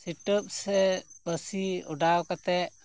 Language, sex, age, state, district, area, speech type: Santali, male, 30-45, West Bengal, Purba Bardhaman, rural, spontaneous